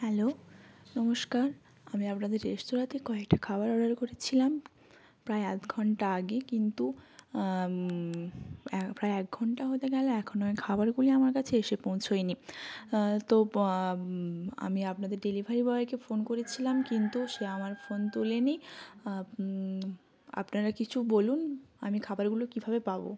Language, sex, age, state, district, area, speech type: Bengali, female, 18-30, West Bengal, Jalpaiguri, rural, spontaneous